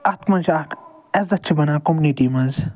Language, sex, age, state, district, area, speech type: Kashmiri, male, 30-45, Jammu and Kashmir, Ganderbal, rural, spontaneous